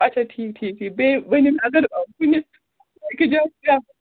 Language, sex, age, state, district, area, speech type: Kashmiri, female, 30-45, Jammu and Kashmir, Srinagar, urban, conversation